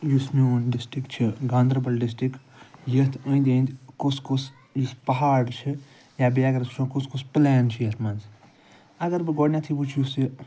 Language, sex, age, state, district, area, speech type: Kashmiri, male, 45-60, Jammu and Kashmir, Ganderbal, urban, spontaneous